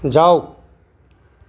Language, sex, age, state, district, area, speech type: Assamese, male, 45-60, Assam, Charaideo, urban, read